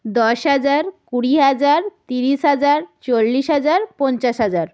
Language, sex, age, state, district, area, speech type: Bengali, female, 30-45, West Bengal, North 24 Parganas, rural, spontaneous